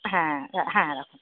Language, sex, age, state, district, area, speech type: Bengali, female, 30-45, West Bengal, Purba Bardhaman, rural, conversation